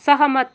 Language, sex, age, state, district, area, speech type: Nepali, female, 18-30, West Bengal, Kalimpong, rural, read